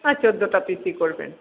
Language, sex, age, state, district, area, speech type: Bengali, female, 45-60, West Bengal, Paschim Bardhaman, urban, conversation